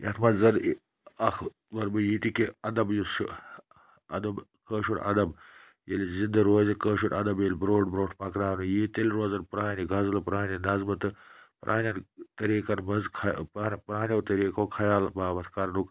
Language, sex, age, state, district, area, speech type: Kashmiri, male, 18-30, Jammu and Kashmir, Budgam, rural, spontaneous